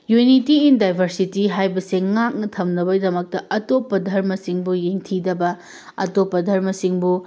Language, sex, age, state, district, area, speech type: Manipuri, female, 30-45, Manipur, Tengnoupal, urban, spontaneous